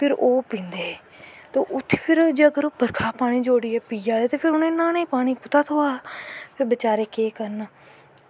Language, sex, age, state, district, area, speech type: Dogri, female, 18-30, Jammu and Kashmir, Kathua, rural, spontaneous